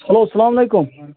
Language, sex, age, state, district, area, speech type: Kashmiri, male, 30-45, Jammu and Kashmir, Ganderbal, rural, conversation